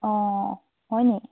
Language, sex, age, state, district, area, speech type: Assamese, female, 18-30, Assam, Sivasagar, rural, conversation